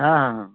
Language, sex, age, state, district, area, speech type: Odia, male, 45-60, Odisha, Nuapada, urban, conversation